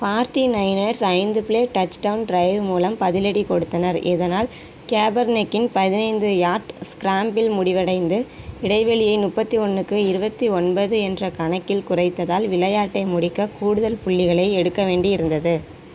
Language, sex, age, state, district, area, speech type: Tamil, female, 18-30, Tamil Nadu, Tirunelveli, rural, read